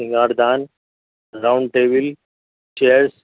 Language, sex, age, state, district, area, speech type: Urdu, male, 60+, Delhi, Central Delhi, urban, conversation